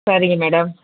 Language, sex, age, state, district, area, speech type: Tamil, female, 45-60, Tamil Nadu, Kanchipuram, urban, conversation